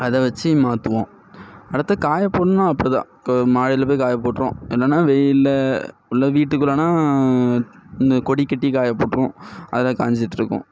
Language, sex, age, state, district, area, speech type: Tamil, male, 18-30, Tamil Nadu, Thoothukudi, rural, spontaneous